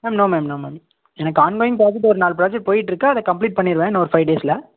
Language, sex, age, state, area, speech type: Tamil, male, 18-30, Tamil Nadu, rural, conversation